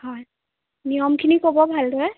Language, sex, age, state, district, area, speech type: Assamese, female, 18-30, Assam, Jorhat, urban, conversation